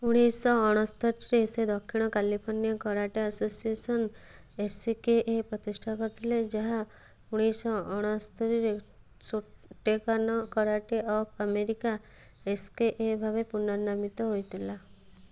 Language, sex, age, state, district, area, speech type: Odia, female, 18-30, Odisha, Cuttack, urban, read